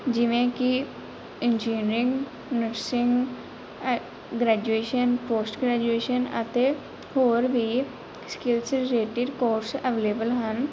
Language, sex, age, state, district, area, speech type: Punjabi, female, 18-30, Punjab, Pathankot, urban, spontaneous